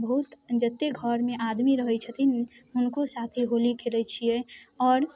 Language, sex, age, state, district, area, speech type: Maithili, female, 18-30, Bihar, Muzaffarpur, rural, spontaneous